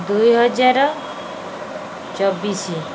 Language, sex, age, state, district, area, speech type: Odia, female, 45-60, Odisha, Sundergarh, urban, spontaneous